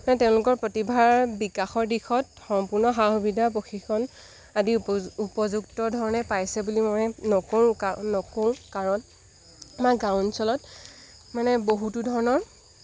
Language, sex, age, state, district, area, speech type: Assamese, female, 18-30, Assam, Lakhimpur, rural, spontaneous